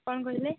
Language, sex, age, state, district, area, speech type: Odia, female, 18-30, Odisha, Nayagarh, rural, conversation